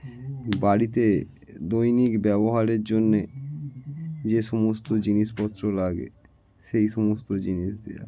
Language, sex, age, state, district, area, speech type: Bengali, male, 18-30, West Bengal, North 24 Parganas, urban, spontaneous